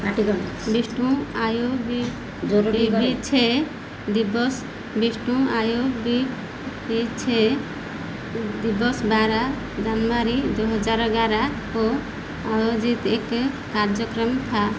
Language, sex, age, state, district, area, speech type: Hindi, female, 45-60, Madhya Pradesh, Chhindwara, rural, read